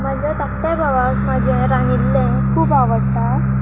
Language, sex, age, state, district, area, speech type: Goan Konkani, female, 18-30, Goa, Quepem, rural, spontaneous